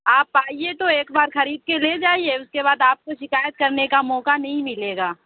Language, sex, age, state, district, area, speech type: Urdu, female, 30-45, Uttar Pradesh, Lucknow, urban, conversation